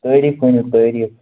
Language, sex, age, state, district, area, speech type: Kashmiri, male, 18-30, Jammu and Kashmir, Bandipora, rural, conversation